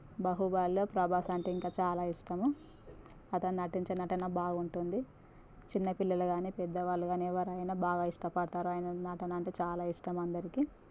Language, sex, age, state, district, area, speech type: Telugu, female, 30-45, Telangana, Jangaon, rural, spontaneous